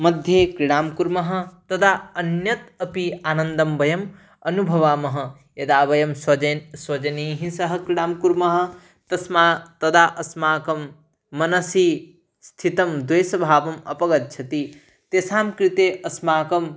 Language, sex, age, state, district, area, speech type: Sanskrit, male, 18-30, Odisha, Bargarh, rural, spontaneous